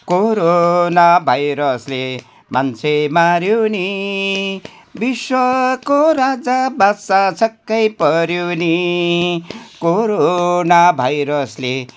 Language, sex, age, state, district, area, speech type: Nepali, male, 60+, West Bengal, Jalpaiguri, urban, spontaneous